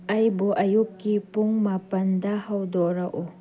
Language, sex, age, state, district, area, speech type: Manipuri, female, 18-30, Manipur, Tengnoupal, urban, read